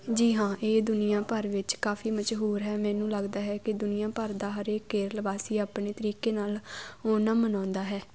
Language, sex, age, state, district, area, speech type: Punjabi, female, 18-30, Punjab, Muktsar, rural, read